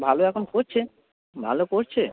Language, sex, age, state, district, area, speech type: Bengali, male, 30-45, West Bengal, North 24 Parganas, urban, conversation